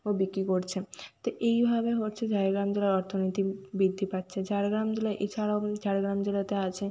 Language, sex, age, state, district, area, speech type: Bengali, female, 45-60, West Bengal, Jhargram, rural, spontaneous